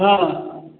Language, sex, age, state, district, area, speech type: Hindi, male, 60+, Uttar Pradesh, Sitapur, rural, conversation